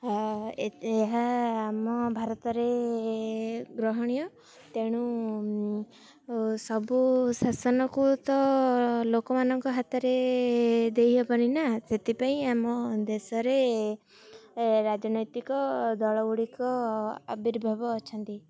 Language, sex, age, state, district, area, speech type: Odia, female, 18-30, Odisha, Jagatsinghpur, rural, spontaneous